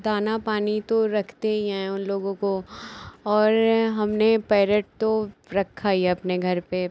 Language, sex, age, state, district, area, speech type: Hindi, female, 18-30, Uttar Pradesh, Pratapgarh, rural, spontaneous